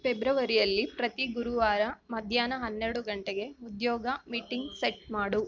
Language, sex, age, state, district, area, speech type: Kannada, female, 30-45, Karnataka, Bangalore Urban, rural, read